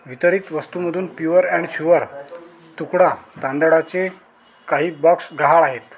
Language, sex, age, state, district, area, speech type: Marathi, male, 30-45, Maharashtra, Amravati, rural, read